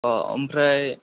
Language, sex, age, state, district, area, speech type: Bodo, male, 18-30, Assam, Kokrajhar, urban, conversation